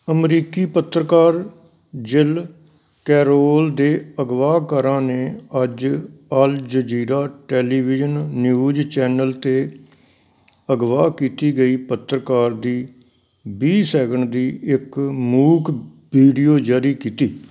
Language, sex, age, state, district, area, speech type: Punjabi, male, 60+, Punjab, Amritsar, urban, read